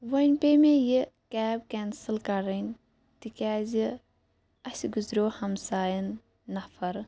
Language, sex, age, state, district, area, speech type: Kashmiri, female, 18-30, Jammu and Kashmir, Shopian, urban, spontaneous